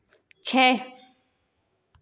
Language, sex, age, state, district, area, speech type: Hindi, female, 30-45, Madhya Pradesh, Katni, urban, read